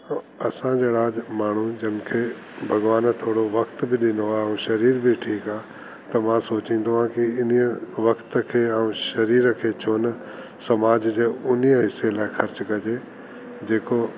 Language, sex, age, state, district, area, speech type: Sindhi, male, 60+, Delhi, South Delhi, urban, spontaneous